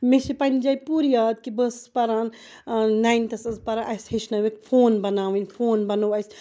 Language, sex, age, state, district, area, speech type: Kashmiri, female, 30-45, Jammu and Kashmir, Ganderbal, rural, spontaneous